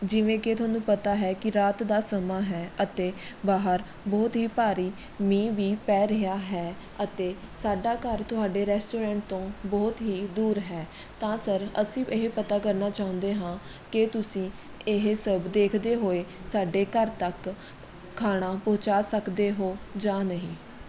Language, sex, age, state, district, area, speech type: Punjabi, female, 18-30, Punjab, Mohali, rural, spontaneous